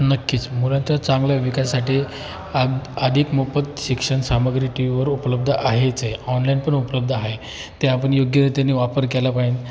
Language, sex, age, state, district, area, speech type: Marathi, male, 18-30, Maharashtra, Jalna, rural, spontaneous